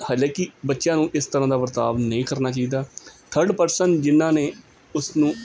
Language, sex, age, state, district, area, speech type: Punjabi, male, 30-45, Punjab, Gurdaspur, urban, spontaneous